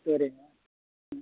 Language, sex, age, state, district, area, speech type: Tamil, male, 60+, Tamil Nadu, Madurai, rural, conversation